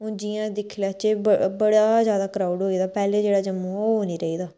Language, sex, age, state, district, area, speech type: Dogri, female, 30-45, Jammu and Kashmir, Reasi, urban, spontaneous